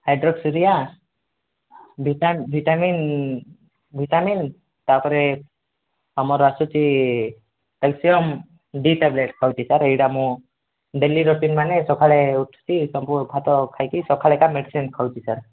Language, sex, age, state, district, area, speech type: Odia, male, 18-30, Odisha, Rayagada, rural, conversation